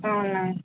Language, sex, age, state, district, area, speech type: Telugu, female, 18-30, Telangana, Mahbubnagar, rural, conversation